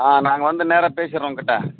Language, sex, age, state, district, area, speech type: Tamil, male, 45-60, Tamil Nadu, Tiruvannamalai, rural, conversation